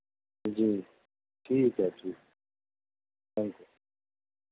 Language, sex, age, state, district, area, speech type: Urdu, male, 30-45, Delhi, Central Delhi, urban, conversation